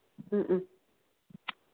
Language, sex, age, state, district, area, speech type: Manipuri, female, 18-30, Manipur, Kangpokpi, rural, conversation